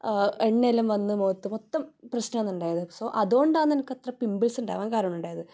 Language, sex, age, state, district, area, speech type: Malayalam, female, 18-30, Kerala, Kasaragod, rural, spontaneous